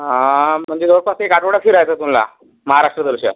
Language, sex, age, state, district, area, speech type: Marathi, male, 60+, Maharashtra, Yavatmal, urban, conversation